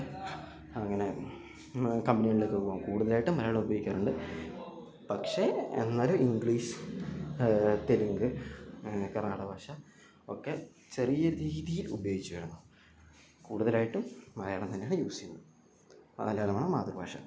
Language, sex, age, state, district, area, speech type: Malayalam, male, 18-30, Kerala, Wayanad, rural, spontaneous